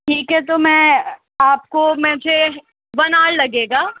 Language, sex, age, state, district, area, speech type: Urdu, female, 30-45, Delhi, Central Delhi, urban, conversation